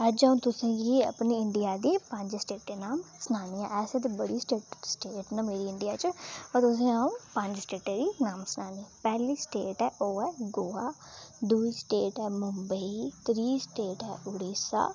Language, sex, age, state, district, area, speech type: Dogri, female, 18-30, Jammu and Kashmir, Udhampur, rural, spontaneous